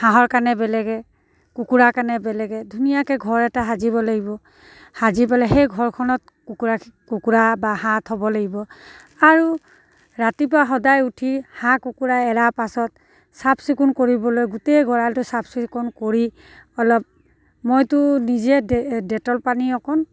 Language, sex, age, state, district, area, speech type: Assamese, female, 45-60, Assam, Dibrugarh, urban, spontaneous